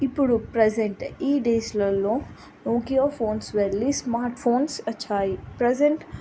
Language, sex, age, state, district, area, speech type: Telugu, female, 30-45, Telangana, Siddipet, urban, spontaneous